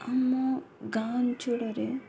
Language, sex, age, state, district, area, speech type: Odia, female, 18-30, Odisha, Sundergarh, urban, spontaneous